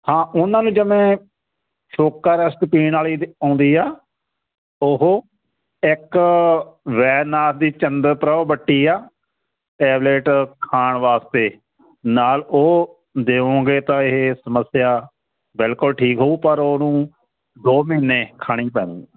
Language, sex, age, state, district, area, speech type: Punjabi, male, 45-60, Punjab, Moga, rural, conversation